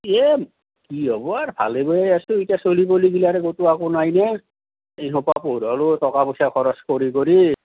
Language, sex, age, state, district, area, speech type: Assamese, male, 45-60, Assam, Nalbari, rural, conversation